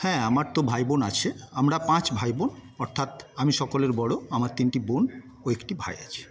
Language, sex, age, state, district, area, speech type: Bengali, male, 60+, West Bengal, Paschim Medinipur, rural, spontaneous